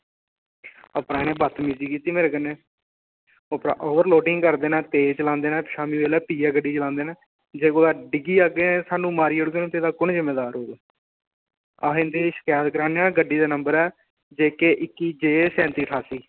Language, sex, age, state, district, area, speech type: Dogri, male, 18-30, Jammu and Kashmir, Samba, rural, conversation